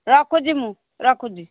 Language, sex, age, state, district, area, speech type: Odia, female, 60+, Odisha, Angul, rural, conversation